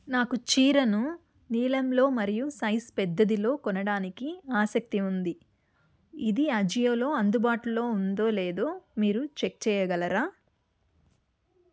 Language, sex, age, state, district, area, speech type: Telugu, female, 30-45, Andhra Pradesh, Chittoor, urban, read